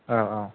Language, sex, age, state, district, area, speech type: Bodo, male, 18-30, Assam, Kokrajhar, rural, conversation